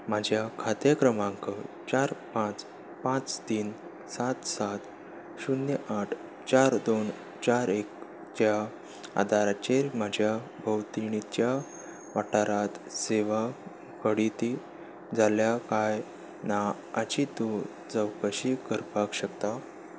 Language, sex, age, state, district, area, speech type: Goan Konkani, male, 18-30, Goa, Salcete, urban, read